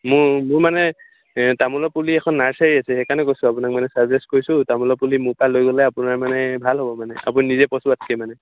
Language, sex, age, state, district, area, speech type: Assamese, male, 18-30, Assam, Sivasagar, rural, conversation